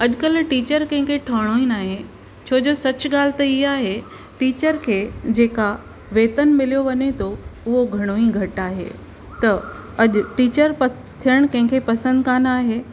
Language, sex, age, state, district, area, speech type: Sindhi, female, 45-60, Maharashtra, Thane, urban, spontaneous